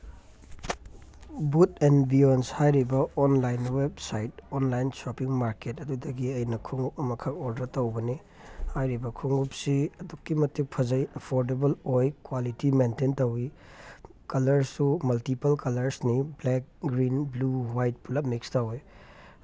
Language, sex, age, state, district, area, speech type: Manipuri, male, 30-45, Manipur, Tengnoupal, rural, spontaneous